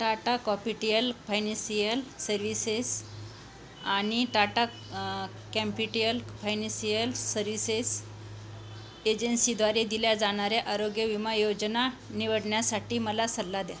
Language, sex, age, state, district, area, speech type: Marathi, female, 45-60, Maharashtra, Buldhana, rural, read